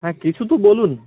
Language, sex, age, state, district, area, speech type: Bengali, male, 18-30, West Bengal, Uttar Dinajpur, urban, conversation